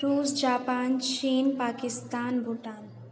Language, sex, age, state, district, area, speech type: Maithili, female, 18-30, Bihar, Sitamarhi, urban, spontaneous